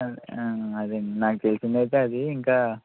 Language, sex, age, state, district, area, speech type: Telugu, male, 60+, Andhra Pradesh, East Godavari, rural, conversation